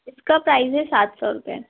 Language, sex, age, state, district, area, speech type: Urdu, female, 30-45, Uttar Pradesh, Lucknow, urban, conversation